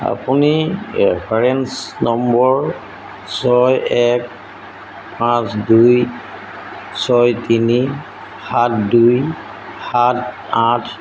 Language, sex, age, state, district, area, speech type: Assamese, male, 60+, Assam, Golaghat, rural, read